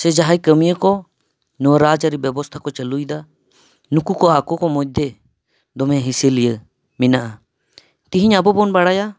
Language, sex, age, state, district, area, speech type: Santali, male, 30-45, West Bengal, Paschim Bardhaman, urban, spontaneous